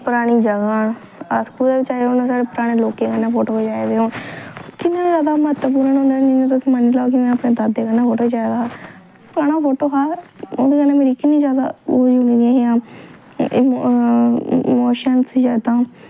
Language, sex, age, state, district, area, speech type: Dogri, female, 18-30, Jammu and Kashmir, Jammu, rural, spontaneous